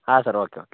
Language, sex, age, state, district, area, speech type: Kannada, male, 18-30, Karnataka, Chamarajanagar, rural, conversation